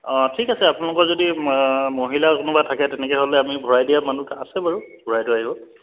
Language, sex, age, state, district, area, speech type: Assamese, male, 30-45, Assam, Charaideo, urban, conversation